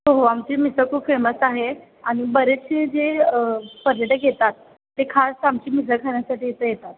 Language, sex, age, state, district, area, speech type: Marathi, female, 18-30, Maharashtra, Kolhapur, urban, conversation